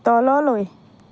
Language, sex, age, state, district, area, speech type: Assamese, female, 45-60, Assam, Dhemaji, rural, read